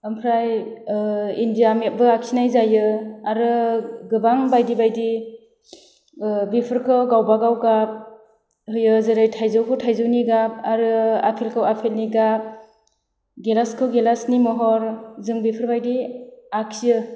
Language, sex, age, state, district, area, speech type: Bodo, female, 30-45, Assam, Chirang, rural, spontaneous